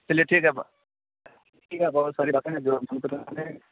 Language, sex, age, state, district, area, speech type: Urdu, male, 18-30, Bihar, Purnia, rural, conversation